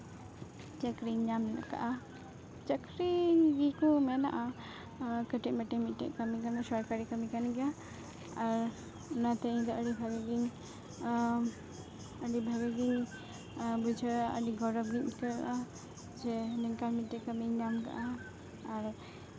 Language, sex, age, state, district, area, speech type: Santali, female, 18-30, West Bengal, Uttar Dinajpur, rural, spontaneous